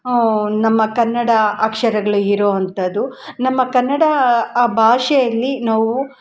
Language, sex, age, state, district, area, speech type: Kannada, female, 45-60, Karnataka, Kolar, urban, spontaneous